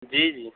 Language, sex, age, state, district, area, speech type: Urdu, male, 30-45, Uttar Pradesh, Gautam Buddha Nagar, urban, conversation